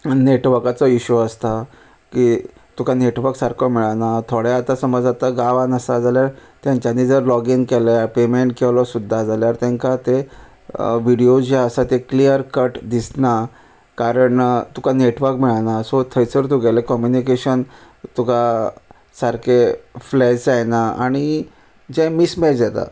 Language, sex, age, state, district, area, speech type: Goan Konkani, male, 30-45, Goa, Ponda, rural, spontaneous